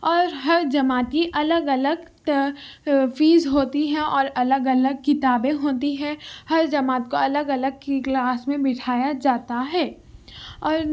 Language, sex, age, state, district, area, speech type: Urdu, female, 18-30, Telangana, Hyderabad, urban, spontaneous